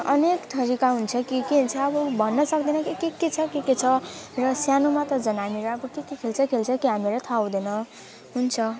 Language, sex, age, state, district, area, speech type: Nepali, female, 18-30, West Bengal, Alipurduar, urban, spontaneous